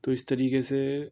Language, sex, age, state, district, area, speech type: Urdu, male, 18-30, Delhi, North East Delhi, urban, spontaneous